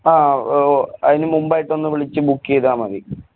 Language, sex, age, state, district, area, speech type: Malayalam, male, 18-30, Kerala, Kottayam, rural, conversation